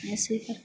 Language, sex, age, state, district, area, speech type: Hindi, female, 30-45, Bihar, Madhepura, rural, spontaneous